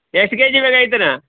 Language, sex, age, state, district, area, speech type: Kannada, male, 45-60, Karnataka, Uttara Kannada, rural, conversation